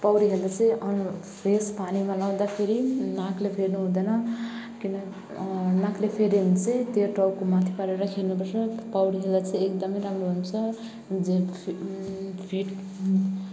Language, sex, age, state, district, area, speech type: Nepali, female, 30-45, West Bengal, Alipurduar, urban, spontaneous